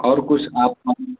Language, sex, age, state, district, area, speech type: Urdu, male, 18-30, Uttar Pradesh, Balrampur, rural, conversation